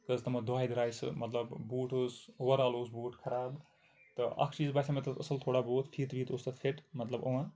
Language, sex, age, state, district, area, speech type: Kashmiri, male, 30-45, Jammu and Kashmir, Kupwara, rural, spontaneous